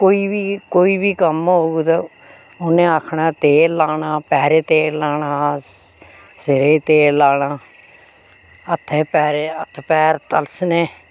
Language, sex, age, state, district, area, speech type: Dogri, female, 60+, Jammu and Kashmir, Reasi, rural, spontaneous